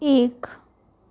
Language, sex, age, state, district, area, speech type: Gujarati, female, 18-30, Gujarat, Anand, rural, read